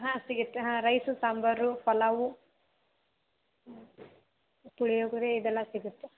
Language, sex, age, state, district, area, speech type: Kannada, female, 18-30, Karnataka, Gadag, urban, conversation